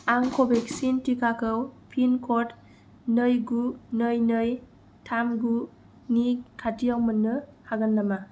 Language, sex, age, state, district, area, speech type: Bodo, female, 18-30, Assam, Kokrajhar, rural, read